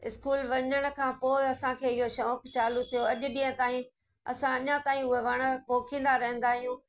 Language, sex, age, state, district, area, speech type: Sindhi, female, 60+, Gujarat, Kutch, urban, spontaneous